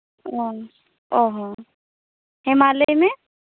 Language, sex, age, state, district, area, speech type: Santali, female, 18-30, West Bengal, Birbhum, rural, conversation